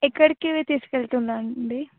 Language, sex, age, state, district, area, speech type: Telugu, female, 18-30, Telangana, Vikarabad, urban, conversation